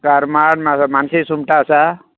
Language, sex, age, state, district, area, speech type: Goan Konkani, male, 45-60, Goa, Bardez, rural, conversation